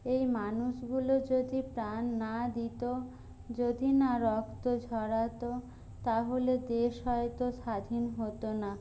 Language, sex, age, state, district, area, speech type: Bengali, female, 30-45, West Bengal, Jhargram, rural, spontaneous